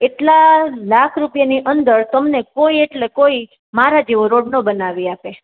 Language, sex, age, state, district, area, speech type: Gujarati, female, 30-45, Gujarat, Rajkot, urban, conversation